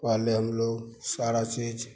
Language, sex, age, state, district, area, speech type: Hindi, male, 30-45, Bihar, Madhepura, rural, spontaneous